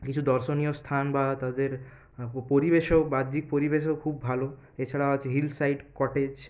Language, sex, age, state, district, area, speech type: Bengali, male, 30-45, West Bengal, Purulia, urban, spontaneous